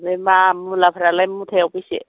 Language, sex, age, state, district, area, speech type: Bodo, female, 45-60, Assam, Chirang, rural, conversation